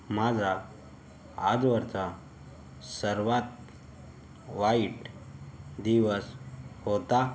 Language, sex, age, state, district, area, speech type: Marathi, male, 18-30, Maharashtra, Yavatmal, rural, read